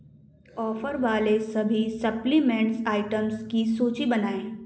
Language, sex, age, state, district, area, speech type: Hindi, female, 18-30, Madhya Pradesh, Gwalior, rural, read